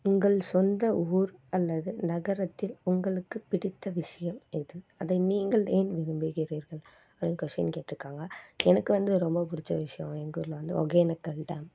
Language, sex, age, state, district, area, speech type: Tamil, female, 18-30, Tamil Nadu, Coimbatore, rural, spontaneous